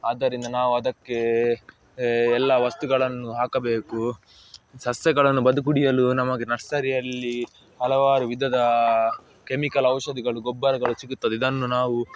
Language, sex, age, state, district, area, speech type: Kannada, male, 18-30, Karnataka, Udupi, rural, spontaneous